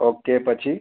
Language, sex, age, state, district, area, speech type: Gujarati, male, 18-30, Gujarat, Anand, urban, conversation